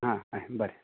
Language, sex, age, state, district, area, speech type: Goan Konkani, male, 45-60, Goa, Ponda, rural, conversation